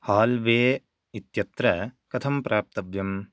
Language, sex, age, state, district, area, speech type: Sanskrit, male, 18-30, Karnataka, Chikkamagaluru, urban, read